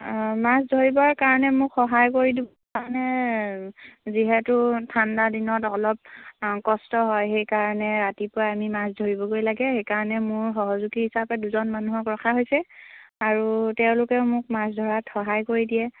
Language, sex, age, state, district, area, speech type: Assamese, female, 18-30, Assam, Sivasagar, rural, conversation